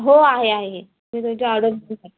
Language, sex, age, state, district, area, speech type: Marathi, female, 18-30, Maharashtra, Raigad, rural, conversation